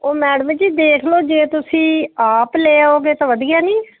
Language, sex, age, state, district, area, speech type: Punjabi, female, 45-60, Punjab, Firozpur, rural, conversation